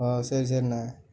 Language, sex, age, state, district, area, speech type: Tamil, male, 18-30, Tamil Nadu, Nagapattinam, rural, spontaneous